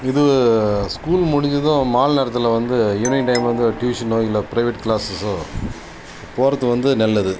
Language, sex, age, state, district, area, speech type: Tamil, male, 30-45, Tamil Nadu, Cuddalore, rural, spontaneous